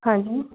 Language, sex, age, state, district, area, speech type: Hindi, female, 30-45, Madhya Pradesh, Katni, urban, conversation